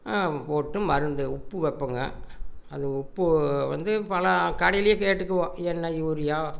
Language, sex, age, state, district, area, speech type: Tamil, male, 60+, Tamil Nadu, Erode, rural, spontaneous